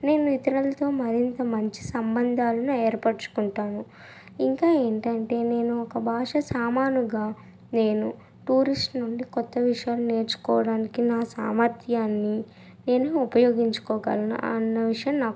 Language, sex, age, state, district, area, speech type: Telugu, female, 18-30, Andhra Pradesh, N T Rama Rao, urban, spontaneous